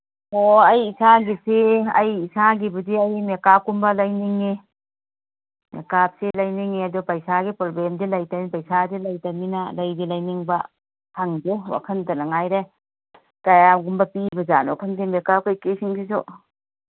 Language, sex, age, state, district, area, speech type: Manipuri, female, 45-60, Manipur, Kakching, rural, conversation